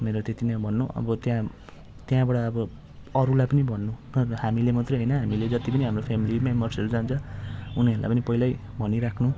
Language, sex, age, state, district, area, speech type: Nepali, male, 30-45, West Bengal, Jalpaiguri, rural, spontaneous